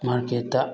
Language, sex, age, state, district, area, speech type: Manipuri, male, 45-60, Manipur, Bishnupur, rural, spontaneous